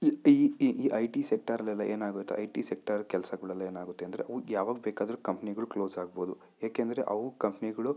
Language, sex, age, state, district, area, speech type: Kannada, male, 18-30, Karnataka, Chikkaballapur, urban, spontaneous